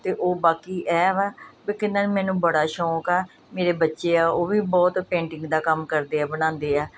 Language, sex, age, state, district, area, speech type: Punjabi, female, 45-60, Punjab, Gurdaspur, urban, spontaneous